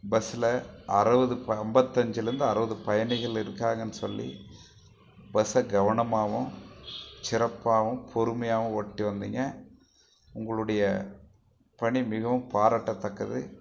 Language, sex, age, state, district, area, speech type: Tamil, male, 45-60, Tamil Nadu, Krishnagiri, rural, spontaneous